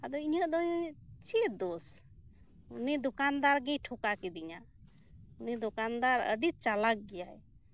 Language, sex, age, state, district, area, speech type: Santali, female, 30-45, West Bengal, Birbhum, rural, spontaneous